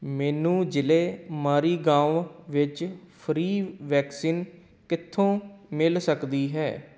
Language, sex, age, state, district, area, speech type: Punjabi, male, 30-45, Punjab, Kapurthala, urban, read